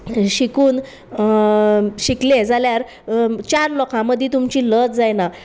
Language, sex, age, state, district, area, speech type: Goan Konkani, female, 30-45, Goa, Sanguem, rural, spontaneous